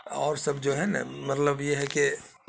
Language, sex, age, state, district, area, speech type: Urdu, male, 60+, Bihar, Khagaria, rural, spontaneous